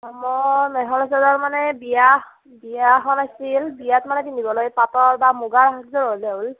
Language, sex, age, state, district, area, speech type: Assamese, female, 30-45, Assam, Nagaon, urban, conversation